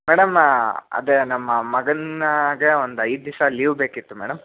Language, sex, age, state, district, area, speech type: Kannada, male, 18-30, Karnataka, Chitradurga, urban, conversation